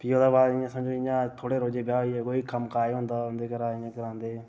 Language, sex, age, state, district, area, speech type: Dogri, male, 18-30, Jammu and Kashmir, Reasi, urban, spontaneous